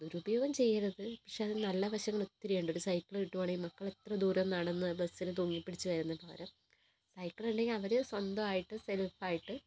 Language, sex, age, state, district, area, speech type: Malayalam, female, 30-45, Kerala, Wayanad, rural, spontaneous